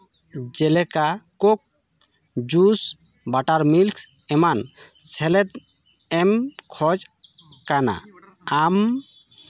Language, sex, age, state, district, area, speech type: Santali, male, 30-45, West Bengal, Bankura, rural, spontaneous